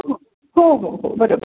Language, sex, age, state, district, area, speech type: Marathi, female, 60+, Maharashtra, Pune, urban, conversation